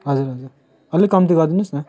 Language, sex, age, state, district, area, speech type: Nepali, male, 18-30, West Bengal, Darjeeling, rural, spontaneous